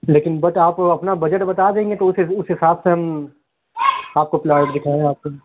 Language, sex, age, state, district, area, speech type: Urdu, male, 18-30, Uttar Pradesh, Lucknow, urban, conversation